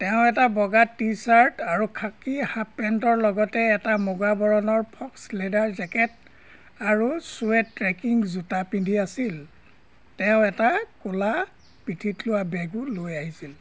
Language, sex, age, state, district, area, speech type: Assamese, male, 60+, Assam, Golaghat, rural, read